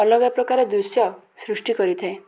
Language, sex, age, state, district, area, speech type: Odia, female, 18-30, Odisha, Bhadrak, rural, spontaneous